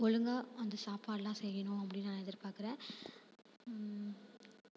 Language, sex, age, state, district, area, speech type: Tamil, female, 18-30, Tamil Nadu, Thanjavur, rural, spontaneous